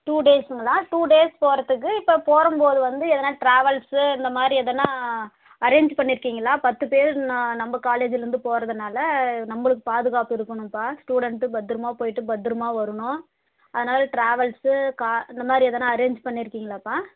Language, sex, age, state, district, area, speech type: Tamil, female, 30-45, Tamil Nadu, Dharmapuri, rural, conversation